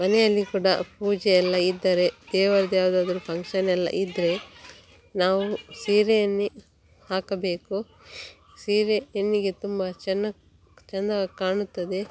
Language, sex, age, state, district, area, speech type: Kannada, female, 30-45, Karnataka, Dakshina Kannada, rural, spontaneous